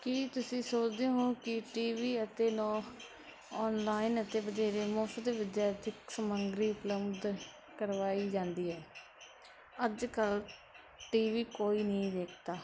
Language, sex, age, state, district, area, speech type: Punjabi, female, 18-30, Punjab, Mansa, rural, spontaneous